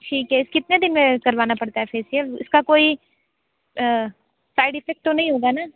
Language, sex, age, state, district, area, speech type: Hindi, female, 30-45, Uttar Pradesh, Sonbhadra, rural, conversation